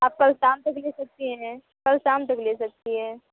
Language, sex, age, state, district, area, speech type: Hindi, female, 30-45, Uttar Pradesh, Mirzapur, rural, conversation